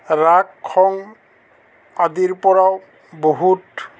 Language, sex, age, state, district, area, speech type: Assamese, male, 60+, Assam, Goalpara, urban, spontaneous